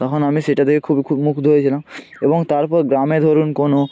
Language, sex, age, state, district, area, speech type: Bengali, male, 18-30, West Bengal, North 24 Parganas, rural, spontaneous